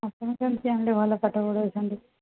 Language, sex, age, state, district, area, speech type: Odia, female, 18-30, Odisha, Sundergarh, urban, conversation